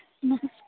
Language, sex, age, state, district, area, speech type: Odia, female, 45-60, Odisha, Sambalpur, rural, conversation